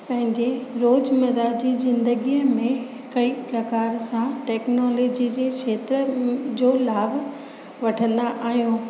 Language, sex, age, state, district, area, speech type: Sindhi, female, 30-45, Gujarat, Kutch, rural, spontaneous